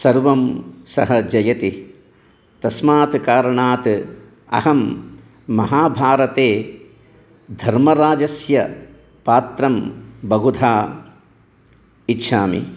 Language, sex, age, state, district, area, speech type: Sanskrit, male, 60+, Telangana, Jagtial, urban, spontaneous